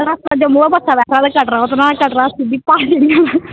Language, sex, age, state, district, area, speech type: Dogri, female, 18-30, Jammu and Kashmir, Jammu, rural, conversation